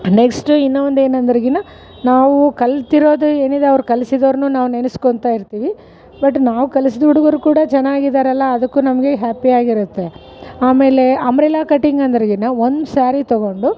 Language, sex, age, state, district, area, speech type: Kannada, female, 45-60, Karnataka, Bellary, rural, spontaneous